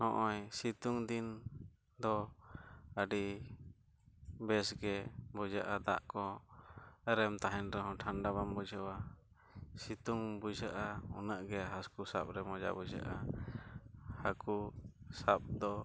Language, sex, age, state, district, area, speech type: Santali, male, 30-45, Jharkhand, East Singhbhum, rural, spontaneous